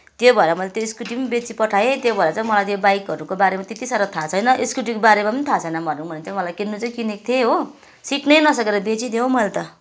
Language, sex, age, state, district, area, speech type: Nepali, female, 45-60, West Bengal, Kalimpong, rural, spontaneous